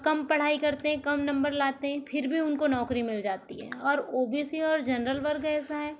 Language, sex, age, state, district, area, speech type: Hindi, female, 30-45, Madhya Pradesh, Balaghat, rural, spontaneous